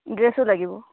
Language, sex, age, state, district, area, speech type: Assamese, female, 45-60, Assam, Jorhat, urban, conversation